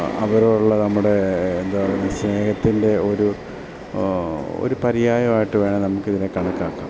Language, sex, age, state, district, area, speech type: Malayalam, male, 30-45, Kerala, Idukki, rural, spontaneous